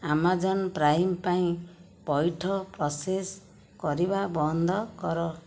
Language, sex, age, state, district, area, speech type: Odia, female, 60+, Odisha, Khordha, rural, read